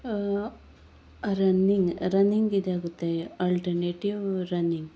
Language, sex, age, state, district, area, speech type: Goan Konkani, female, 30-45, Goa, Sanguem, rural, spontaneous